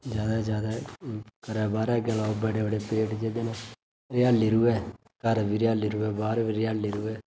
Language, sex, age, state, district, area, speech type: Dogri, male, 30-45, Jammu and Kashmir, Reasi, urban, spontaneous